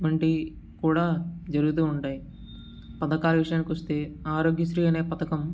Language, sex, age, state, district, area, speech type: Telugu, male, 18-30, Andhra Pradesh, Vizianagaram, rural, spontaneous